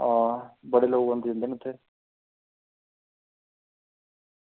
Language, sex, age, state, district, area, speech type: Dogri, male, 30-45, Jammu and Kashmir, Reasi, rural, conversation